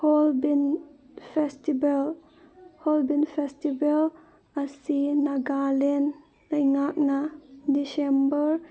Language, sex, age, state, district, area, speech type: Manipuri, female, 30-45, Manipur, Senapati, rural, read